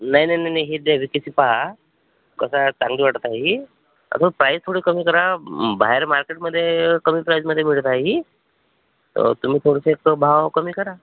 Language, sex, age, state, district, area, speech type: Marathi, male, 45-60, Maharashtra, Amravati, rural, conversation